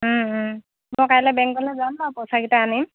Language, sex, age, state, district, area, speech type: Assamese, female, 30-45, Assam, Dibrugarh, rural, conversation